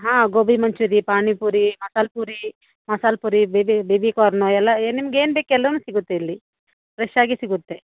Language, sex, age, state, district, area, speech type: Kannada, female, 30-45, Karnataka, Uttara Kannada, rural, conversation